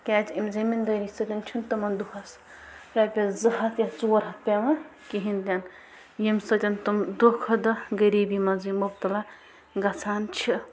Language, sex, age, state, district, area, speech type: Kashmiri, female, 30-45, Jammu and Kashmir, Bandipora, rural, spontaneous